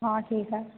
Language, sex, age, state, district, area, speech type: Hindi, female, 18-30, Madhya Pradesh, Hoshangabad, rural, conversation